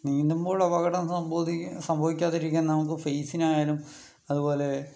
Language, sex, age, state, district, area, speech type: Malayalam, male, 18-30, Kerala, Palakkad, rural, spontaneous